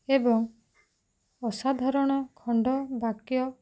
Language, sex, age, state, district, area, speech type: Odia, female, 18-30, Odisha, Rayagada, rural, spontaneous